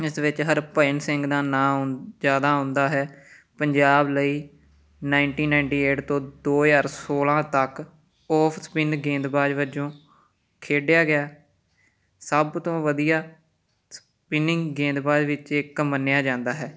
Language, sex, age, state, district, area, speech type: Punjabi, male, 18-30, Punjab, Amritsar, urban, spontaneous